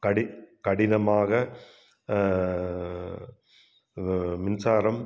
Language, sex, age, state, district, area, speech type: Tamil, male, 60+, Tamil Nadu, Tiruppur, urban, spontaneous